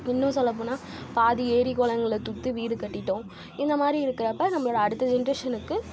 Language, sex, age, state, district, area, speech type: Tamil, female, 45-60, Tamil Nadu, Tiruvarur, rural, spontaneous